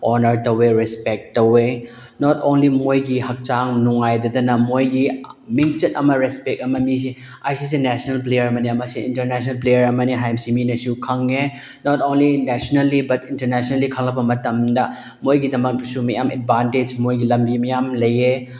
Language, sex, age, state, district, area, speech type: Manipuri, male, 18-30, Manipur, Chandel, rural, spontaneous